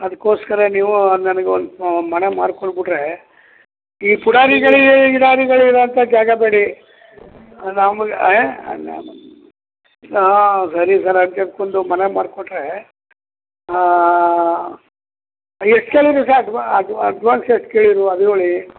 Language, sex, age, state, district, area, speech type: Kannada, male, 60+, Karnataka, Chamarajanagar, rural, conversation